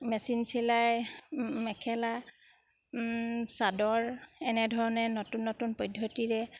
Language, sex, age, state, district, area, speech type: Assamese, female, 30-45, Assam, Sivasagar, rural, spontaneous